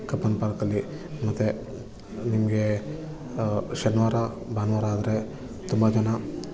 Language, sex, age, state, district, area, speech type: Kannada, male, 30-45, Karnataka, Bangalore Urban, urban, spontaneous